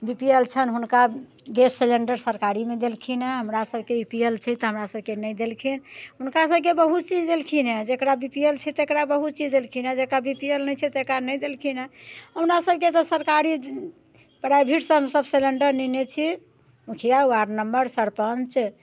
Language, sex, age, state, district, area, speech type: Maithili, female, 60+, Bihar, Muzaffarpur, urban, spontaneous